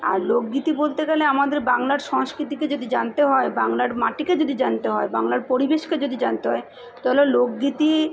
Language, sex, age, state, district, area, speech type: Bengali, female, 30-45, West Bengal, South 24 Parganas, urban, spontaneous